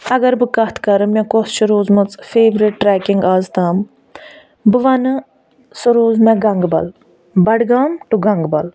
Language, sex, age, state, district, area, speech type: Kashmiri, female, 45-60, Jammu and Kashmir, Budgam, rural, spontaneous